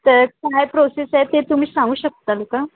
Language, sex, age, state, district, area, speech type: Marathi, female, 18-30, Maharashtra, Wardha, rural, conversation